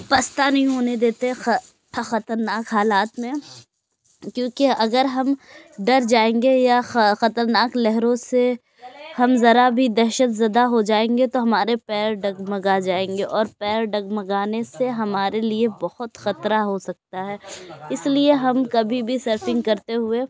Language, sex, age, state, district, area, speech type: Urdu, female, 18-30, Uttar Pradesh, Lucknow, urban, spontaneous